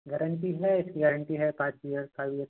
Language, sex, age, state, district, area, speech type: Hindi, male, 30-45, Madhya Pradesh, Balaghat, rural, conversation